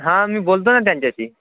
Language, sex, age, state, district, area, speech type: Marathi, male, 18-30, Maharashtra, Wardha, rural, conversation